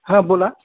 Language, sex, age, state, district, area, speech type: Marathi, male, 45-60, Maharashtra, Osmanabad, rural, conversation